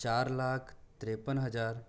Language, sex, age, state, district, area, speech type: Hindi, male, 18-30, Madhya Pradesh, Bhopal, urban, spontaneous